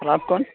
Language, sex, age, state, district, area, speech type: Urdu, male, 18-30, Bihar, Purnia, rural, conversation